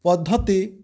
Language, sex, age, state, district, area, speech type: Odia, male, 45-60, Odisha, Bargarh, rural, spontaneous